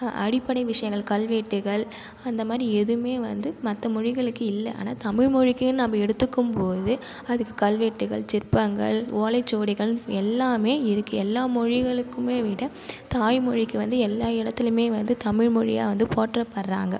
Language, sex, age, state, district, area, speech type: Tamil, female, 30-45, Tamil Nadu, Cuddalore, rural, spontaneous